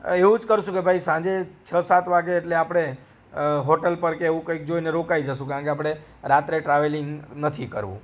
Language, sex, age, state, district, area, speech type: Gujarati, male, 30-45, Gujarat, Rajkot, rural, spontaneous